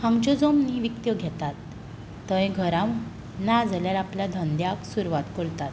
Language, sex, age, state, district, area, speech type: Goan Konkani, female, 18-30, Goa, Tiswadi, rural, spontaneous